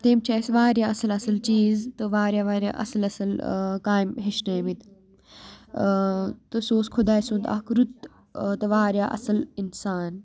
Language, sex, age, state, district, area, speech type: Kashmiri, female, 18-30, Jammu and Kashmir, Kupwara, rural, spontaneous